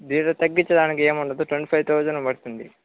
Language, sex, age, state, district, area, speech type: Telugu, male, 30-45, Andhra Pradesh, Chittoor, urban, conversation